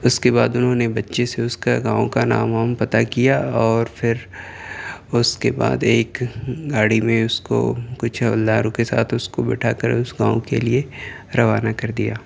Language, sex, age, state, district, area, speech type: Urdu, male, 30-45, Delhi, South Delhi, urban, spontaneous